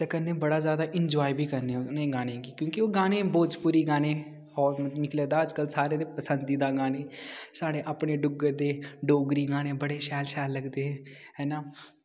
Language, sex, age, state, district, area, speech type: Dogri, male, 18-30, Jammu and Kashmir, Kathua, rural, spontaneous